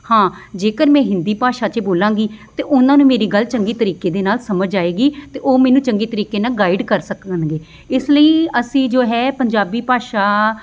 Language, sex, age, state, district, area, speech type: Punjabi, female, 30-45, Punjab, Amritsar, urban, spontaneous